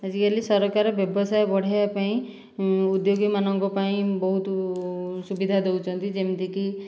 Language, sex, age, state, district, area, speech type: Odia, female, 60+, Odisha, Dhenkanal, rural, spontaneous